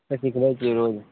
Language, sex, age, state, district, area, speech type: Maithili, male, 18-30, Bihar, Madhepura, rural, conversation